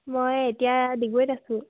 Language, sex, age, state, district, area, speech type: Assamese, female, 30-45, Assam, Tinsukia, rural, conversation